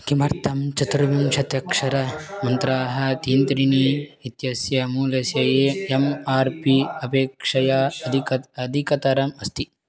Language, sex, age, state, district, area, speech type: Sanskrit, male, 18-30, Karnataka, Haveri, urban, read